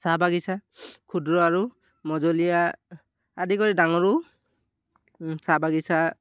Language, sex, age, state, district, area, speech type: Assamese, male, 18-30, Assam, Dibrugarh, urban, spontaneous